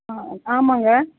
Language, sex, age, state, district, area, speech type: Tamil, female, 45-60, Tamil Nadu, Krishnagiri, rural, conversation